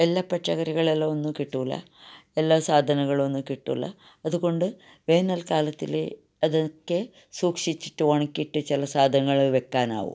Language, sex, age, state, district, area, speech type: Malayalam, female, 60+, Kerala, Kasaragod, rural, spontaneous